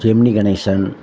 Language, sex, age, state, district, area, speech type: Tamil, male, 45-60, Tamil Nadu, Thoothukudi, urban, spontaneous